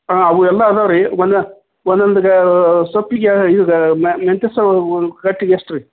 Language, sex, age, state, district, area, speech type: Kannada, male, 60+, Karnataka, Koppal, urban, conversation